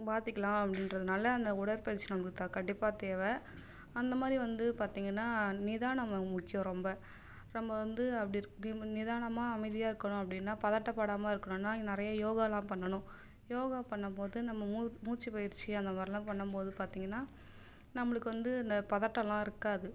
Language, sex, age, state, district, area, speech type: Tamil, female, 18-30, Tamil Nadu, Cuddalore, rural, spontaneous